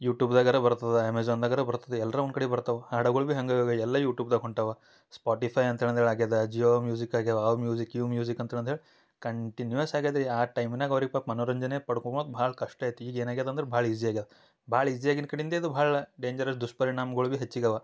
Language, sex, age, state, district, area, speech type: Kannada, male, 18-30, Karnataka, Bidar, urban, spontaneous